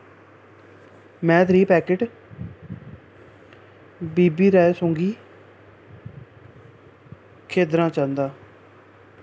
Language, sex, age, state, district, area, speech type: Dogri, male, 18-30, Jammu and Kashmir, Samba, rural, read